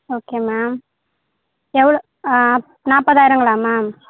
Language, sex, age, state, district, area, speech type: Tamil, female, 45-60, Tamil Nadu, Tiruchirappalli, rural, conversation